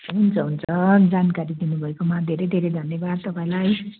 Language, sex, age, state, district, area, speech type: Nepali, female, 60+, West Bengal, Kalimpong, rural, conversation